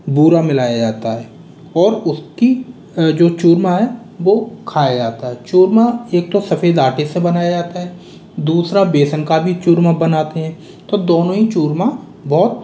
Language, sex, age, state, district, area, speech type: Hindi, male, 18-30, Rajasthan, Jaipur, urban, spontaneous